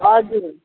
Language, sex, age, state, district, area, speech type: Nepali, female, 60+, West Bengal, Jalpaiguri, urban, conversation